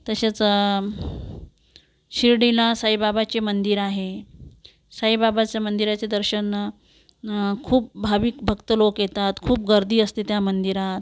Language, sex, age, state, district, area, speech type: Marathi, female, 45-60, Maharashtra, Amravati, urban, spontaneous